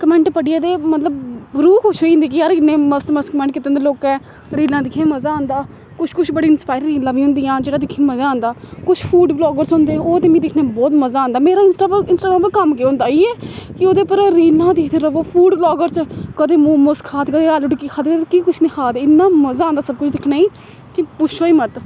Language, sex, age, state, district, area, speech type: Dogri, female, 18-30, Jammu and Kashmir, Samba, rural, spontaneous